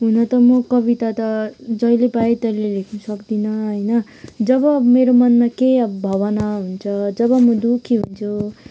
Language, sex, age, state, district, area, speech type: Nepali, female, 18-30, West Bengal, Kalimpong, rural, spontaneous